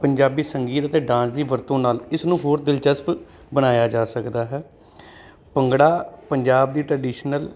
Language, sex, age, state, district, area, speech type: Punjabi, male, 30-45, Punjab, Jalandhar, urban, spontaneous